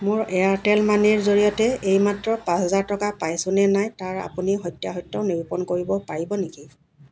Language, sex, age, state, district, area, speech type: Assamese, female, 60+, Assam, Dibrugarh, rural, read